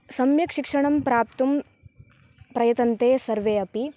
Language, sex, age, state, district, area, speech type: Sanskrit, female, 18-30, Kerala, Kasaragod, rural, spontaneous